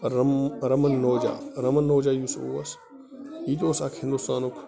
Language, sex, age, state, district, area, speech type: Kashmiri, male, 30-45, Jammu and Kashmir, Bandipora, rural, spontaneous